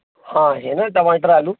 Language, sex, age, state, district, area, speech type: Hindi, male, 18-30, Madhya Pradesh, Jabalpur, urban, conversation